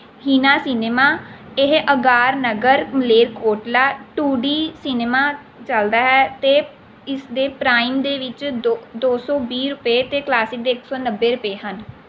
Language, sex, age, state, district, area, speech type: Punjabi, female, 18-30, Punjab, Rupnagar, rural, spontaneous